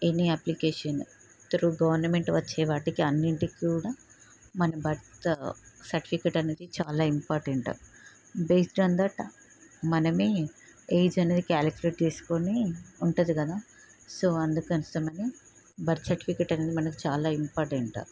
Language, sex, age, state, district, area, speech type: Telugu, female, 30-45, Telangana, Peddapalli, rural, spontaneous